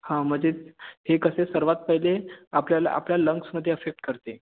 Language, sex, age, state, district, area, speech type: Marathi, male, 18-30, Maharashtra, Gondia, rural, conversation